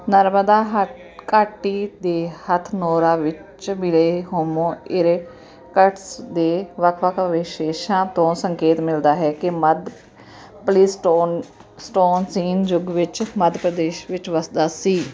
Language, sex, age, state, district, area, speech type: Punjabi, female, 30-45, Punjab, Fatehgarh Sahib, rural, read